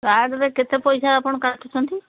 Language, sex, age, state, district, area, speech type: Odia, female, 60+, Odisha, Sambalpur, rural, conversation